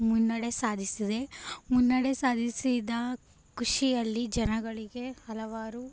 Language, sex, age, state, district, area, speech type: Kannada, female, 18-30, Karnataka, Chamarajanagar, urban, spontaneous